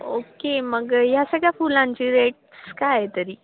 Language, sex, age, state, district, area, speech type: Marathi, female, 18-30, Maharashtra, Nashik, urban, conversation